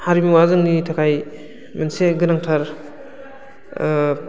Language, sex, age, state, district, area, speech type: Bodo, male, 30-45, Assam, Udalguri, rural, spontaneous